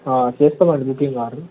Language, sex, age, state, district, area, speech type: Telugu, male, 18-30, Telangana, Mahabubabad, urban, conversation